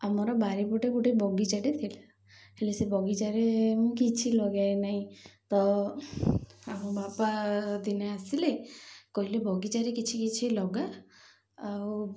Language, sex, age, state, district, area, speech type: Odia, female, 30-45, Odisha, Ganjam, urban, spontaneous